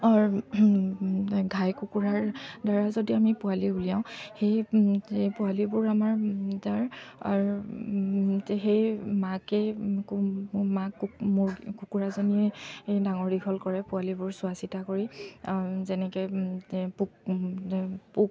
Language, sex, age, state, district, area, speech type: Assamese, female, 30-45, Assam, Charaideo, urban, spontaneous